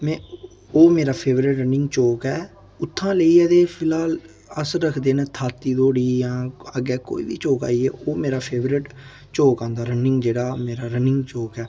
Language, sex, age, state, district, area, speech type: Dogri, male, 18-30, Jammu and Kashmir, Udhampur, rural, spontaneous